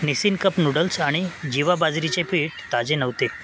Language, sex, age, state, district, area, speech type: Marathi, male, 30-45, Maharashtra, Mumbai Suburban, urban, read